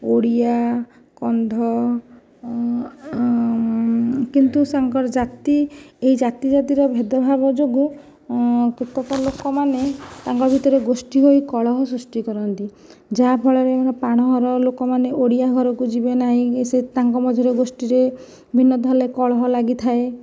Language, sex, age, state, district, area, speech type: Odia, male, 60+, Odisha, Nayagarh, rural, spontaneous